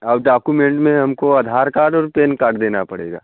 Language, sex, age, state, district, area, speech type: Hindi, male, 45-60, Uttar Pradesh, Bhadohi, urban, conversation